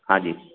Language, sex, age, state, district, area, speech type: Sindhi, male, 30-45, Gujarat, Kutch, rural, conversation